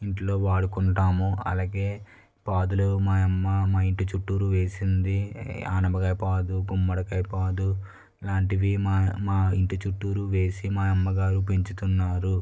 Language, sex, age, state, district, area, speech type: Telugu, male, 18-30, Andhra Pradesh, West Godavari, rural, spontaneous